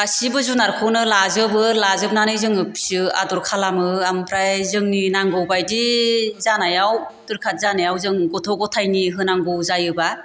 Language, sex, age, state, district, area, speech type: Bodo, female, 45-60, Assam, Chirang, rural, spontaneous